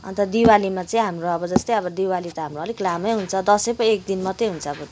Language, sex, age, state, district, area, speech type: Nepali, female, 45-60, West Bengal, Kalimpong, rural, spontaneous